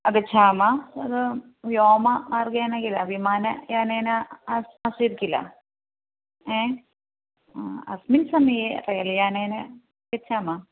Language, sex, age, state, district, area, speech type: Sanskrit, female, 45-60, Kerala, Thrissur, urban, conversation